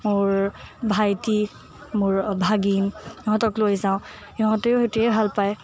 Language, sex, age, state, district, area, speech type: Assamese, female, 18-30, Assam, Morigaon, urban, spontaneous